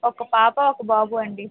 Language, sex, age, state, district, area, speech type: Telugu, female, 30-45, Andhra Pradesh, Vizianagaram, urban, conversation